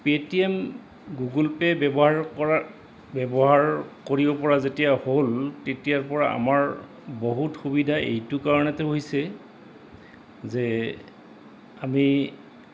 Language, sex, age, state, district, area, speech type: Assamese, male, 45-60, Assam, Goalpara, urban, spontaneous